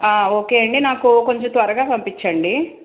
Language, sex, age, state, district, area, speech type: Telugu, male, 18-30, Andhra Pradesh, Guntur, urban, conversation